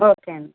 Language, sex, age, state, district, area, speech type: Telugu, female, 30-45, Telangana, Medak, urban, conversation